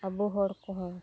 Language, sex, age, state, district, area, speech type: Santali, female, 45-60, West Bengal, Uttar Dinajpur, rural, spontaneous